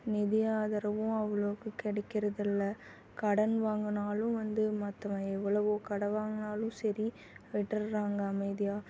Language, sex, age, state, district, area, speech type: Tamil, female, 18-30, Tamil Nadu, Salem, rural, spontaneous